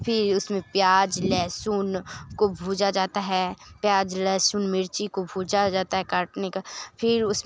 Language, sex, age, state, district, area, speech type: Hindi, female, 18-30, Bihar, Muzaffarpur, rural, spontaneous